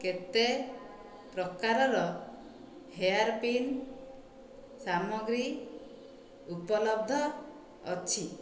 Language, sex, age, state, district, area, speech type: Odia, female, 45-60, Odisha, Dhenkanal, rural, read